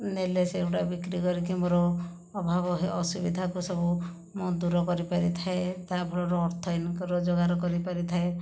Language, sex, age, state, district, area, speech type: Odia, female, 60+, Odisha, Khordha, rural, spontaneous